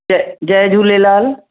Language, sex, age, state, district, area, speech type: Sindhi, female, 45-60, Uttar Pradesh, Lucknow, urban, conversation